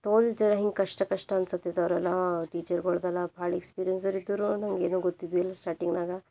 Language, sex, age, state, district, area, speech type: Kannada, female, 18-30, Karnataka, Bidar, urban, spontaneous